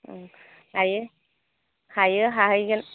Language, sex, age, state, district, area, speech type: Bodo, female, 45-60, Assam, Kokrajhar, urban, conversation